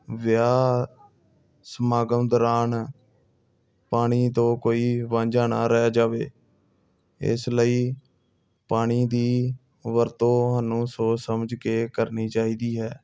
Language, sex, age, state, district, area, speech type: Punjabi, male, 30-45, Punjab, Hoshiarpur, urban, spontaneous